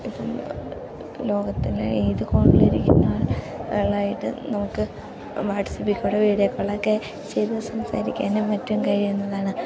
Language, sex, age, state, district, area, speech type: Malayalam, female, 18-30, Kerala, Idukki, rural, spontaneous